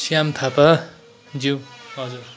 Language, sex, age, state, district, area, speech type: Nepali, male, 45-60, West Bengal, Kalimpong, rural, spontaneous